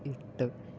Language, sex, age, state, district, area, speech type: Malayalam, male, 18-30, Kerala, Palakkad, rural, read